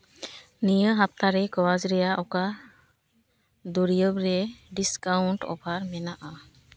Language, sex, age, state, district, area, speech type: Santali, female, 18-30, West Bengal, Malda, rural, read